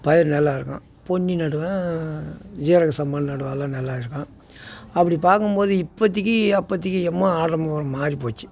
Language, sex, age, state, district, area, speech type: Tamil, male, 60+, Tamil Nadu, Tiruvannamalai, rural, spontaneous